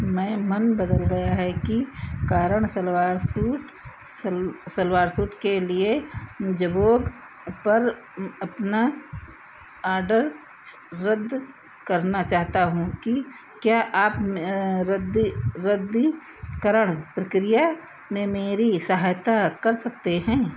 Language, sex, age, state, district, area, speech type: Hindi, female, 60+, Uttar Pradesh, Sitapur, rural, read